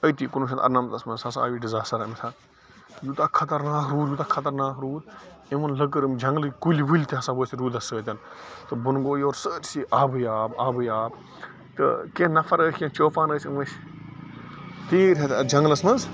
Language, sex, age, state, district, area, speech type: Kashmiri, male, 45-60, Jammu and Kashmir, Bandipora, rural, spontaneous